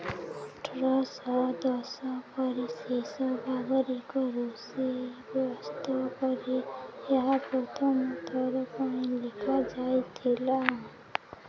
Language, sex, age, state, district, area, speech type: Odia, female, 18-30, Odisha, Nuapada, urban, read